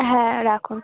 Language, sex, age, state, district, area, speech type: Bengali, female, 18-30, West Bengal, North 24 Parganas, urban, conversation